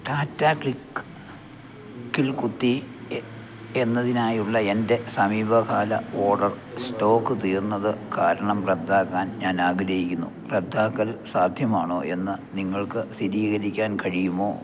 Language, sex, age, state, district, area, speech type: Malayalam, male, 60+, Kerala, Idukki, rural, read